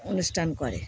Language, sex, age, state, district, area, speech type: Bengali, female, 60+, West Bengal, Darjeeling, rural, spontaneous